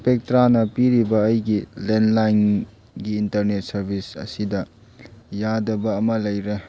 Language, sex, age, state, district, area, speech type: Manipuri, male, 18-30, Manipur, Churachandpur, rural, read